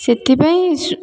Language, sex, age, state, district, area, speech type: Odia, female, 30-45, Odisha, Puri, urban, spontaneous